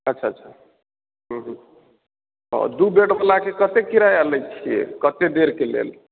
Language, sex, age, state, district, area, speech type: Maithili, male, 30-45, Bihar, Supaul, rural, conversation